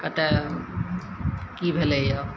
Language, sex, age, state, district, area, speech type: Maithili, female, 60+, Bihar, Madhepura, urban, spontaneous